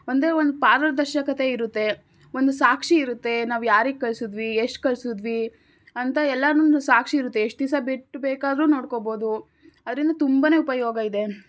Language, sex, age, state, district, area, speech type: Kannada, female, 18-30, Karnataka, Tumkur, urban, spontaneous